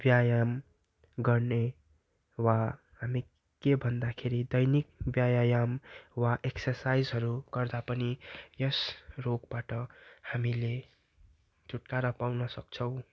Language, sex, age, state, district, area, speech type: Nepali, male, 18-30, West Bengal, Darjeeling, rural, spontaneous